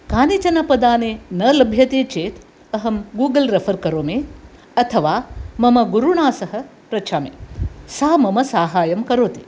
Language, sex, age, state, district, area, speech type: Sanskrit, female, 60+, Karnataka, Dakshina Kannada, urban, spontaneous